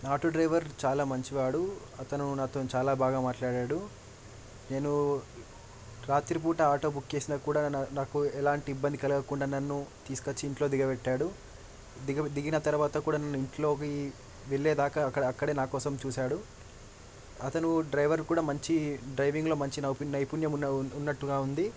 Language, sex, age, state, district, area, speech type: Telugu, male, 18-30, Telangana, Medak, rural, spontaneous